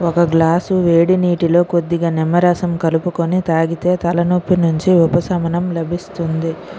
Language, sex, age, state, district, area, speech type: Telugu, female, 60+, Andhra Pradesh, Vizianagaram, rural, spontaneous